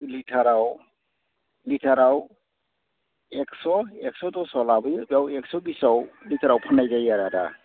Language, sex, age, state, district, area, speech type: Bodo, male, 45-60, Assam, Udalguri, urban, conversation